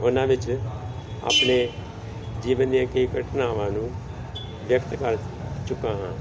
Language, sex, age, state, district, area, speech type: Punjabi, male, 45-60, Punjab, Gurdaspur, urban, spontaneous